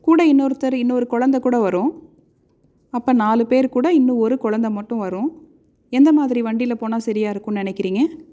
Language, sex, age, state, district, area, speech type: Tamil, female, 30-45, Tamil Nadu, Salem, urban, spontaneous